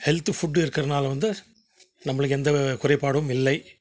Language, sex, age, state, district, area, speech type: Tamil, male, 45-60, Tamil Nadu, Krishnagiri, rural, spontaneous